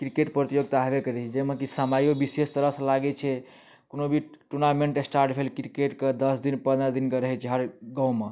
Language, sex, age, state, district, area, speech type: Maithili, male, 18-30, Bihar, Darbhanga, rural, spontaneous